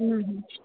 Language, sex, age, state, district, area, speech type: Odia, female, 45-60, Odisha, Sundergarh, rural, conversation